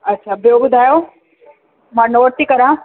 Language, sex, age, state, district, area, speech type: Sindhi, female, 45-60, Uttar Pradesh, Lucknow, urban, conversation